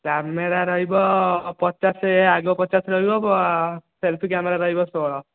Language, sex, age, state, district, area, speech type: Odia, male, 18-30, Odisha, Khordha, rural, conversation